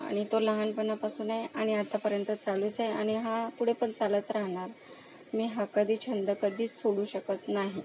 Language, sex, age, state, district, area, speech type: Marathi, female, 30-45, Maharashtra, Akola, rural, spontaneous